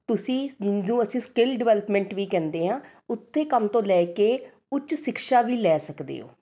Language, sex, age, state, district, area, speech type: Punjabi, female, 30-45, Punjab, Rupnagar, urban, spontaneous